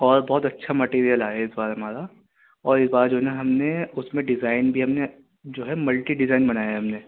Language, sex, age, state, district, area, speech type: Urdu, male, 18-30, Delhi, Central Delhi, urban, conversation